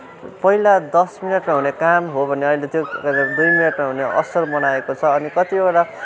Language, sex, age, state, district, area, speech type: Nepali, male, 18-30, West Bengal, Kalimpong, rural, spontaneous